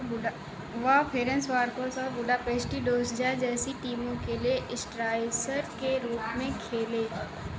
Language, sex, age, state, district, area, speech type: Hindi, female, 45-60, Uttar Pradesh, Ayodhya, rural, read